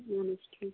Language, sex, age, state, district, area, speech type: Kashmiri, female, 18-30, Jammu and Kashmir, Bandipora, rural, conversation